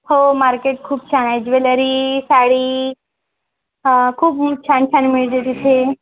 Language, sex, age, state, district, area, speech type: Marathi, female, 45-60, Maharashtra, Yavatmal, rural, conversation